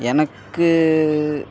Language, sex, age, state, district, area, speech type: Tamil, male, 18-30, Tamil Nadu, Perambalur, rural, spontaneous